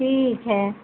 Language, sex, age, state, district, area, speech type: Hindi, female, 45-60, Uttar Pradesh, Ayodhya, rural, conversation